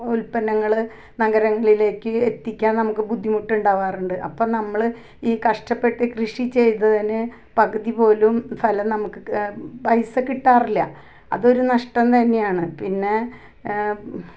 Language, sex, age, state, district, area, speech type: Malayalam, female, 45-60, Kerala, Ernakulam, rural, spontaneous